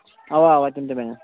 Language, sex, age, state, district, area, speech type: Kashmiri, male, 18-30, Jammu and Kashmir, Kulgam, rural, conversation